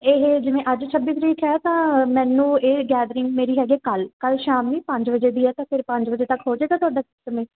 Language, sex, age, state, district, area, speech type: Punjabi, female, 18-30, Punjab, Muktsar, urban, conversation